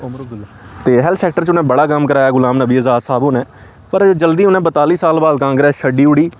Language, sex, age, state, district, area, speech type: Dogri, male, 18-30, Jammu and Kashmir, Samba, rural, spontaneous